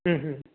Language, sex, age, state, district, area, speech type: Kannada, male, 30-45, Karnataka, Bangalore Urban, rural, conversation